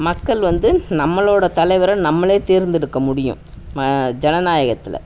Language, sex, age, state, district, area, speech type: Tamil, female, 60+, Tamil Nadu, Kallakurichi, rural, spontaneous